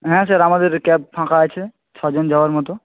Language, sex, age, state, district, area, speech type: Bengali, male, 18-30, West Bengal, Jhargram, rural, conversation